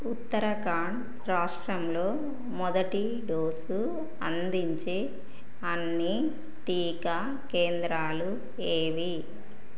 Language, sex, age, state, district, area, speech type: Telugu, female, 30-45, Telangana, Karimnagar, rural, read